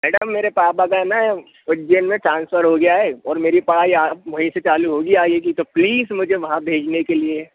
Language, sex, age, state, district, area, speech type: Hindi, male, 45-60, Madhya Pradesh, Bhopal, urban, conversation